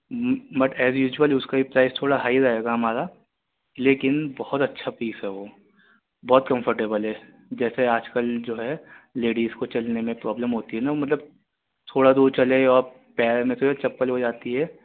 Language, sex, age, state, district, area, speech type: Urdu, male, 18-30, Delhi, Central Delhi, urban, conversation